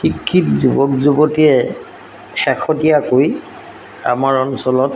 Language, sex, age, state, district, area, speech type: Assamese, male, 60+, Assam, Golaghat, rural, spontaneous